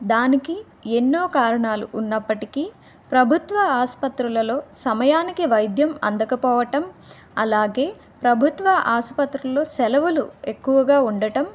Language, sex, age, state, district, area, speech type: Telugu, female, 18-30, Andhra Pradesh, Vizianagaram, rural, spontaneous